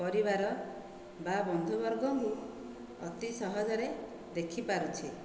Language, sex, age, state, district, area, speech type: Odia, female, 45-60, Odisha, Dhenkanal, rural, spontaneous